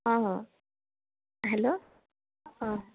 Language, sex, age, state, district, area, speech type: Assamese, female, 45-60, Assam, Charaideo, urban, conversation